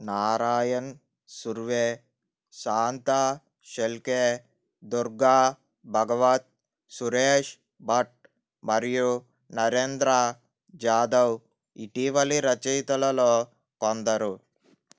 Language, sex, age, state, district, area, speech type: Telugu, male, 18-30, Andhra Pradesh, N T Rama Rao, urban, read